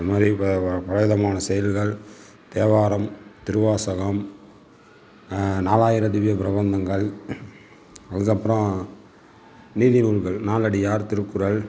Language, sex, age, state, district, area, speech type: Tamil, male, 60+, Tamil Nadu, Sivaganga, urban, spontaneous